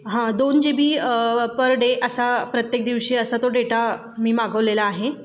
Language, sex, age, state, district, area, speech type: Marathi, female, 30-45, Maharashtra, Satara, urban, spontaneous